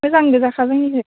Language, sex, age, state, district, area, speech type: Bodo, female, 18-30, Assam, Baksa, rural, conversation